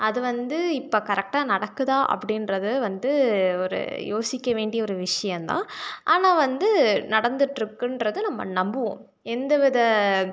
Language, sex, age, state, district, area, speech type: Tamil, female, 18-30, Tamil Nadu, Salem, urban, spontaneous